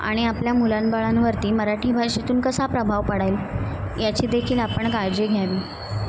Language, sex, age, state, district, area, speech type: Marathi, female, 18-30, Maharashtra, Mumbai Suburban, urban, spontaneous